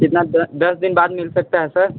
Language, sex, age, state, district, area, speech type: Hindi, male, 30-45, Uttar Pradesh, Sonbhadra, rural, conversation